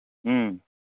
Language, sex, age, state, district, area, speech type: Manipuri, male, 30-45, Manipur, Churachandpur, rural, conversation